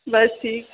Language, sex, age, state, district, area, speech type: Dogri, female, 18-30, Jammu and Kashmir, Udhampur, rural, conversation